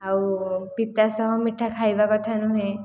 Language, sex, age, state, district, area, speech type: Odia, female, 18-30, Odisha, Khordha, rural, spontaneous